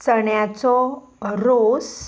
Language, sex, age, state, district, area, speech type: Goan Konkani, female, 45-60, Goa, Salcete, urban, spontaneous